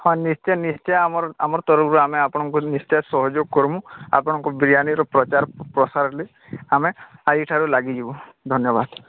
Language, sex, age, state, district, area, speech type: Odia, male, 30-45, Odisha, Bargarh, urban, conversation